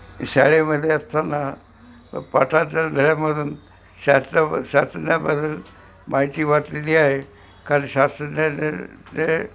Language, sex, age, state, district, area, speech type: Marathi, male, 60+, Maharashtra, Nanded, rural, spontaneous